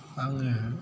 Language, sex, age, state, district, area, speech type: Bodo, male, 45-60, Assam, Kokrajhar, rural, spontaneous